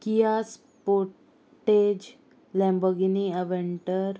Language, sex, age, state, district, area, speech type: Goan Konkani, female, 18-30, Goa, Murmgao, rural, spontaneous